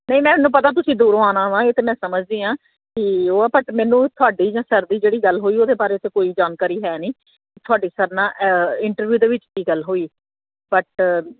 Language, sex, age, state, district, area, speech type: Punjabi, female, 45-60, Punjab, Jalandhar, urban, conversation